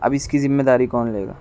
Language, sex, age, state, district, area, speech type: Urdu, male, 18-30, Maharashtra, Nashik, urban, spontaneous